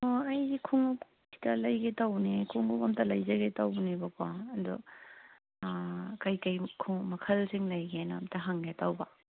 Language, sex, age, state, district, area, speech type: Manipuri, female, 30-45, Manipur, Kangpokpi, urban, conversation